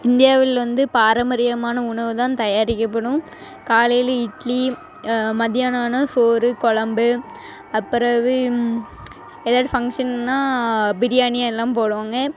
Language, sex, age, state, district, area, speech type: Tamil, female, 18-30, Tamil Nadu, Thoothukudi, rural, spontaneous